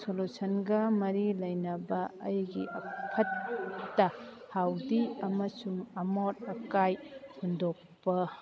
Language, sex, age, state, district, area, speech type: Manipuri, female, 45-60, Manipur, Kangpokpi, urban, read